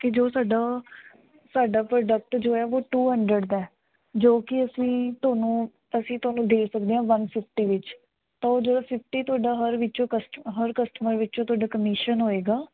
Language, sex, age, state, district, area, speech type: Punjabi, female, 18-30, Punjab, Mansa, urban, conversation